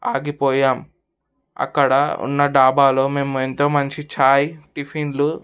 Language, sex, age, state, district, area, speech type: Telugu, male, 18-30, Telangana, Hyderabad, urban, spontaneous